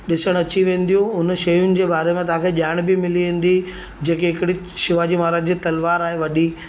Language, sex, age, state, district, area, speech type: Sindhi, male, 30-45, Maharashtra, Mumbai Suburban, urban, spontaneous